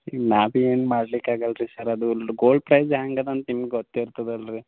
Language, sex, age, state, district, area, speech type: Kannada, male, 18-30, Karnataka, Gulbarga, rural, conversation